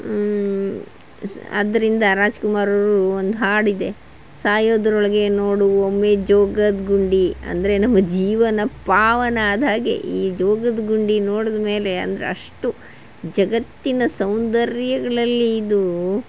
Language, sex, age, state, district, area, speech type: Kannada, female, 45-60, Karnataka, Shimoga, rural, spontaneous